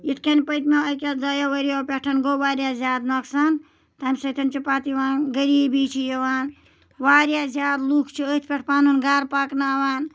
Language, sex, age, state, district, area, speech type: Kashmiri, female, 45-60, Jammu and Kashmir, Ganderbal, rural, spontaneous